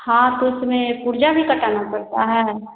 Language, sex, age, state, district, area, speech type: Hindi, female, 30-45, Bihar, Samastipur, rural, conversation